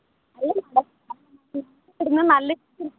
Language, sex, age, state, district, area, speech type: Malayalam, female, 30-45, Kerala, Pathanamthitta, rural, conversation